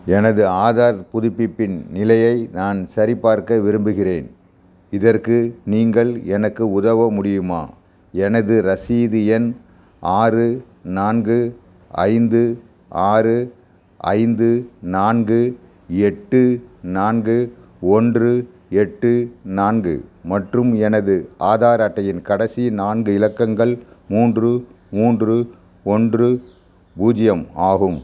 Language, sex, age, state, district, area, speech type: Tamil, male, 60+, Tamil Nadu, Ariyalur, rural, read